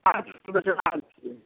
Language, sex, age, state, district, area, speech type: Maithili, male, 60+, Bihar, Samastipur, rural, conversation